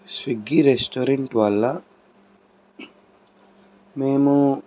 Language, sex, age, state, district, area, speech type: Telugu, male, 18-30, Andhra Pradesh, N T Rama Rao, urban, spontaneous